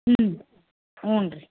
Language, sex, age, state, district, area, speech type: Kannada, female, 30-45, Karnataka, Koppal, rural, conversation